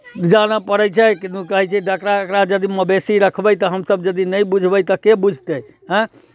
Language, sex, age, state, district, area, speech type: Maithili, male, 60+, Bihar, Muzaffarpur, urban, spontaneous